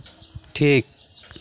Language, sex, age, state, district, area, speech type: Santali, male, 30-45, West Bengal, Malda, rural, read